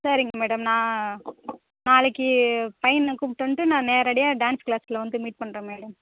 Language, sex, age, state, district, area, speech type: Tamil, female, 18-30, Tamil Nadu, Kallakurichi, rural, conversation